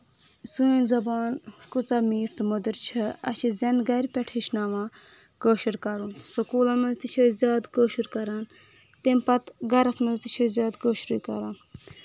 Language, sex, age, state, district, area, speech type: Kashmiri, female, 18-30, Jammu and Kashmir, Budgam, rural, spontaneous